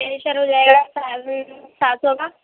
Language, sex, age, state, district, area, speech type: Urdu, female, 18-30, Uttar Pradesh, Gautam Buddha Nagar, rural, conversation